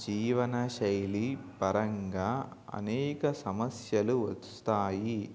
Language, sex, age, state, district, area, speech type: Telugu, male, 18-30, Telangana, Mahabubabad, urban, spontaneous